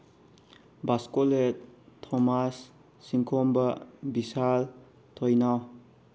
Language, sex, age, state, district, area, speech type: Manipuri, male, 18-30, Manipur, Bishnupur, rural, spontaneous